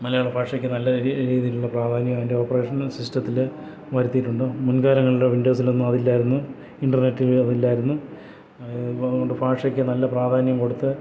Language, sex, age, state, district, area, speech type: Malayalam, male, 60+, Kerala, Kollam, rural, spontaneous